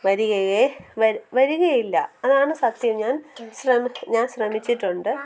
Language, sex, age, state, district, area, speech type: Malayalam, female, 18-30, Kerala, Kottayam, rural, spontaneous